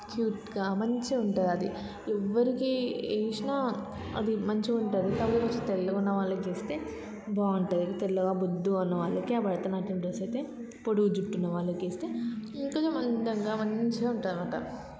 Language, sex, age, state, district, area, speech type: Telugu, female, 18-30, Telangana, Vikarabad, rural, spontaneous